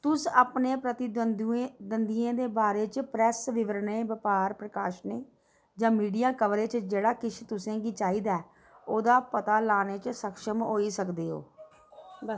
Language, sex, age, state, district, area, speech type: Dogri, female, 30-45, Jammu and Kashmir, Reasi, rural, read